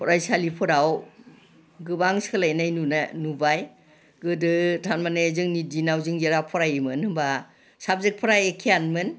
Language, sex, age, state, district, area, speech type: Bodo, female, 60+, Assam, Udalguri, urban, spontaneous